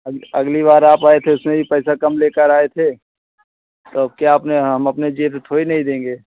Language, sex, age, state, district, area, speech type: Hindi, male, 45-60, Uttar Pradesh, Pratapgarh, rural, conversation